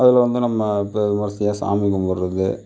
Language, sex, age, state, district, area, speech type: Tamil, male, 30-45, Tamil Nadu, Mayiladuthurai, rural, spontaneous